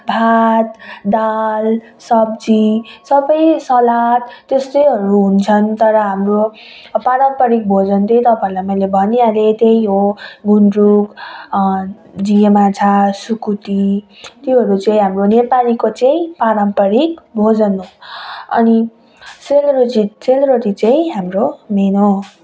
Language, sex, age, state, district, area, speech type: Nepali, female, 30-45, West Bengal, Darjeeling, rural, spontaneous